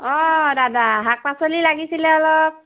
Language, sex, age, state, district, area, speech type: Assamese, female, 45-60, Assam, Golaghat, rural, conversation